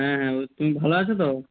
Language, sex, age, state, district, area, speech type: Bengali, male, 45-60, West Bengal, Nadia, rural, conversation